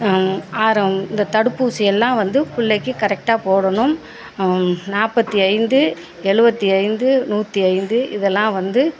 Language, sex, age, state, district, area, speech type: Tamil, female, 45-60, Tamil Nadu, Perambalur, rural, spontaneous